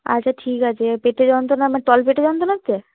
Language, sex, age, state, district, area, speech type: Bengali, female, 18-30, West Bengal, Cooch Behar, urban, conversation